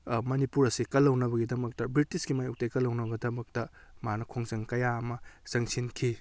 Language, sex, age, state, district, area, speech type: Manipuri, male, 30-45, Manipur, Kakching, rural, spontaneous